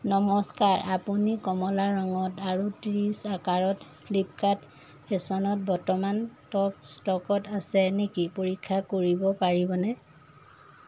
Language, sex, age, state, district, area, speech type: Assamese, female, 45-60, Assam, Jorhat, urban, read